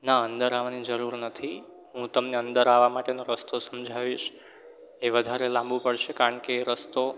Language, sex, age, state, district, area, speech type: Gujarati, male, 18-30, Gujarat, Surat, rural, spontaneous